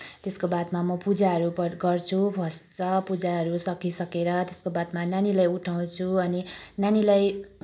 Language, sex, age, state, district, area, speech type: Nepali, female, 30-45, West Bengal, Kalimpong, rural, spontaneous